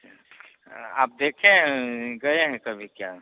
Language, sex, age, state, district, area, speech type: Hindi, male, 30-45, Bihar, Begusarai, rural, conversation